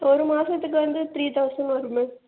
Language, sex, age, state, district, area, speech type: Tamil, female, 18-30, Tamil Nadu, Nagapattinam, rural, conversation